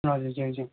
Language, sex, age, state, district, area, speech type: Nepali, male, 18-30, West Bengal, Darjeeling, rural, conversation